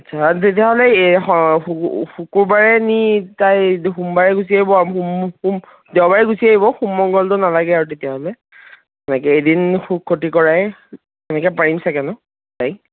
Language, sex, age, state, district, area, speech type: Assamese, male, 18-30, Assam, Kamrup Metropolitan, urban, conversation